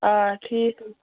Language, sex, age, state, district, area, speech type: Kashmiri, female, 18-30, Jammu and Kashmir, Bandipora, rural, conversation